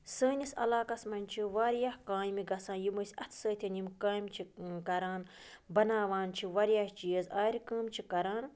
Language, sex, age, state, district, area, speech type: Kashmiri, female, 30-45, Jammu and Kashmir, Budgam, rural, spontaneous